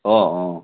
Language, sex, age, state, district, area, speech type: Assamese, male, 18-30, Assam, Biswanath, rural, conversation